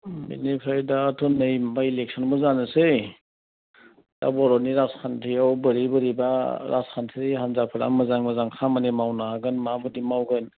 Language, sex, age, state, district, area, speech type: Bodo, male, 60+, Assam, Udalguri, urban, conversation